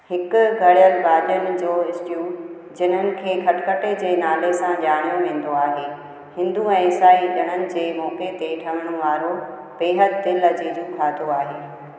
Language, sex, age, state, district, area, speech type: Sindhi, female, 45-60, Gujarat, Junagadh, rural, read